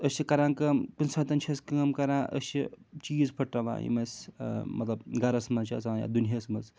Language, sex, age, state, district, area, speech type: Kashmiri, male, 45-60, Jammu and Kashmir, Srinagar, urban, spontaneous